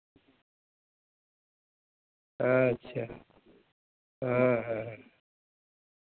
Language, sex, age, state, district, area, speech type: Santali, male, 45-60, West Bengal, Malda, rural, conversation